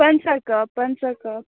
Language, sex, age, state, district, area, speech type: Kashmiri, female, 18-30, Jammu and Kashmir, Bandipora, rural, conversation